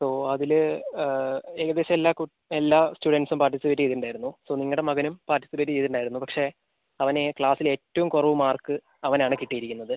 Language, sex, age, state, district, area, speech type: Malayalam, male, 45-60, Kerala, Wayanad, rural, conversation